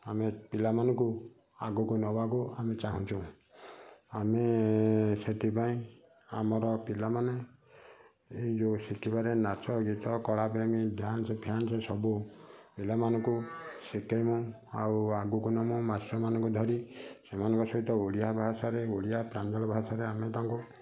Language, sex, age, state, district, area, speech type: Odia, male, 45-60, Odisha, Kendujhar, urban, spontaneous